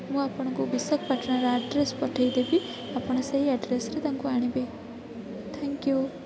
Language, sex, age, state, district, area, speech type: Odia, female, 18-30, Odisha, Rayagada, rural, spontaneous